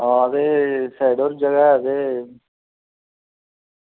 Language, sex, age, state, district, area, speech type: Dogri, male, 30-45, Jammu and Kashmir, Reasi, rural, conversation